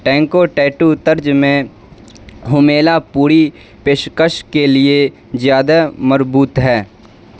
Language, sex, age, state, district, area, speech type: Urdu, male, 18-30, Bihar, Supaul, rural, read